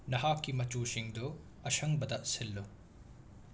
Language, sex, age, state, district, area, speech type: Manipuri, male, 30-45, Manipur, Imphal West, urban, read